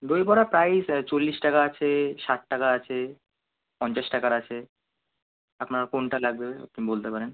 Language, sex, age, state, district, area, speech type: Bengali, male, 18-30, West Bengal, Kolkata, urban, conversation